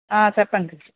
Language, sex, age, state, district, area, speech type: Telugu, female, 30-45, Andhra Pradesh, Bapatla, urban, conversation